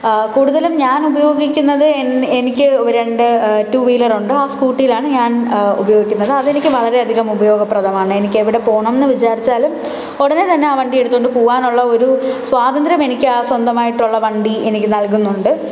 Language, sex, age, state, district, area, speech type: Malayalam, female, 18-30, Kerala, Thiruvananthapuram, urban, spontaneous